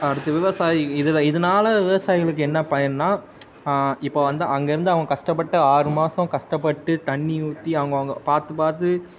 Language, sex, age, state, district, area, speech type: Tamil, male, 18-30, Tamil Nadu, Perambalur, urban, spontaneous